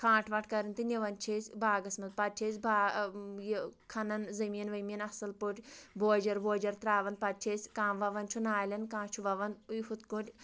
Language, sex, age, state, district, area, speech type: Kashmiri, female, 18-30, Jammu and Kashmir, Anantnag, rural, spontaneous